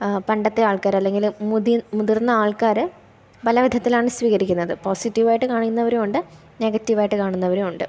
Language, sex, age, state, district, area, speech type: Malayalam, female, 18-30, Kerala, Thiruvananthapuram, rural, spontaneous